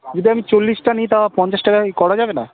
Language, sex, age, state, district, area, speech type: Bengali, male, 18-30, West Bengal, Murshidabad, urban, conversation